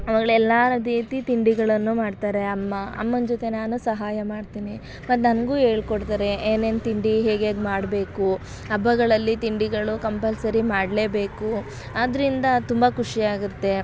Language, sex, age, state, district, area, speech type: Kannada, female, 18-30, Karnataka, Mysore, urban, spontaneous